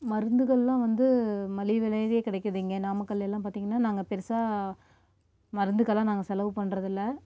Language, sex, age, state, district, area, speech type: Tamil, female, 30-45, Tamil Nadu, Namakkal, rural, spontaneous